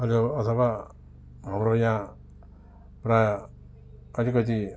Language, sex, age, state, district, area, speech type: Nepali, male, 60+, West Bengal, Darjeeling, rural, spontaneous